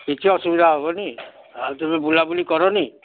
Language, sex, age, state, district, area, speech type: Odia, male, 45-60, Odisha, Nayagarh, rural, conversation